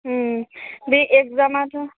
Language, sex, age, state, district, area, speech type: Bodo, female, 18-30, Assam, Udalguri, urban, conversation